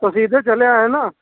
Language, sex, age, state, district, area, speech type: Hindi, male, 60+, Uttar Pradesh, Ayodhya, rural, conversation